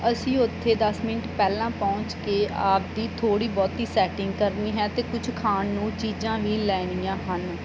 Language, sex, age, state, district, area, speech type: Punjabi, female, 30-45, Punjab, Mansa, urban, spontaneous